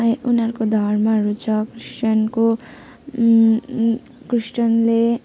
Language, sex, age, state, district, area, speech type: Nepali, female, 18-30, West Bengal, Jalpaiguri, urban, spontaneous